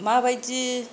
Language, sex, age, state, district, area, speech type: Bodo, female, 60+, Assam, Kokrajhar, rural, spontaneous